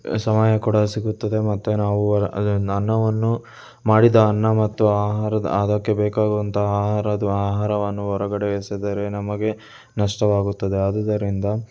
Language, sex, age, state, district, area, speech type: Kannada, male, 18-30, Karnataka, Tumkur, urban, spontaneous